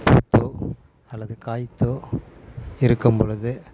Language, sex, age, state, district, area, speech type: Tamil, male, 30-45, Tamil Nadu, Salem, rural, spontaneous